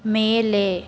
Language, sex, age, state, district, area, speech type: Kannada, female, 18-30, Karnataka, Chamarajanagar, rural, read